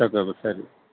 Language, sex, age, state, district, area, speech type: Kannada, male, 45-60, Karnataka, Udupi, rural, conversation